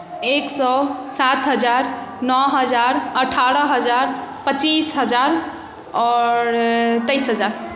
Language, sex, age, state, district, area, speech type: Maithili, female, 18-30, Bihar, Darbhanga, rural, spontaneous